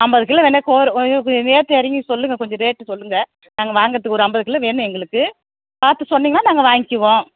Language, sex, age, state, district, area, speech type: Tamil, female, 45-60, Tamil Nadu, Tiruvannamalai, urban, conversation